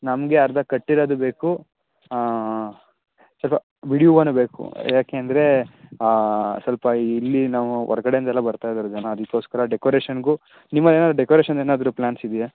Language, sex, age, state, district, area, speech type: Kannada, male, 18-30, Karnataka, Tumkur, urban, conversation